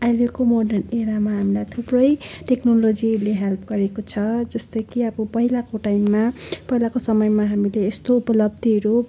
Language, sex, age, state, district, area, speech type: Nepali, female, 18-30, West Bengal, Darjeeling, rural, spontaneous